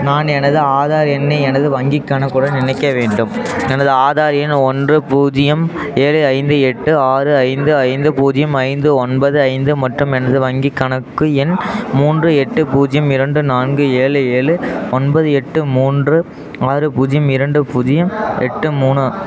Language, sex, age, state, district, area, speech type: Tamil, male, 18-30, Tamil Nadu, Tiruppur, rural, read